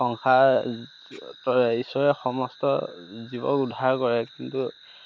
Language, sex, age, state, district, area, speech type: Assamese, male, 30-45, Assam, Majuli, urban, spontaneous